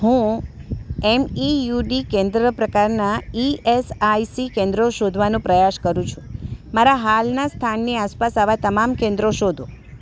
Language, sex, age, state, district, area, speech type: Gujarati, female, 60+, Gujarat, Surat, urban, read